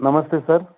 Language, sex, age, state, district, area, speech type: Kannada, male, 30-45, Karnataka, Belgaum, rural, conversation